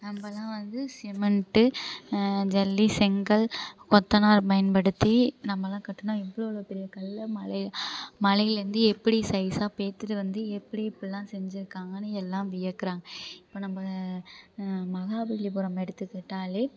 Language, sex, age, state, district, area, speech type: Tamil, female, 30-45, Tamil Nadu, Thanjavur, urban, spontaneous